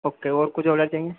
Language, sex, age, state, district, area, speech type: Hindi, male, 30-45, Madhya Pradesh, Harda, urban, conversation